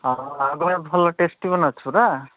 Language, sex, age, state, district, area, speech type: Odia, male, 18-30, Odisha, Nabarangpur, urban, conversation